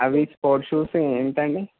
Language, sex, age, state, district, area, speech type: Telugu, male, 30-45, Andhra Pradesh, Srikakulam, urban, conversation